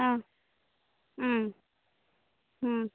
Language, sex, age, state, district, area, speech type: Assamese, female, 45-60, Assam, Goalpara, urban, conversation